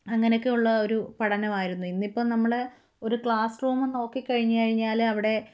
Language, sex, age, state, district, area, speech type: Malayalam, female, 18-30, Kerala, Palakkad, rural, spontaneous